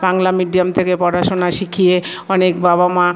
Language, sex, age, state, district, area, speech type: Bengali, female, 45-60, West Bengal, Paschim Bardhaman, urban, spontaneous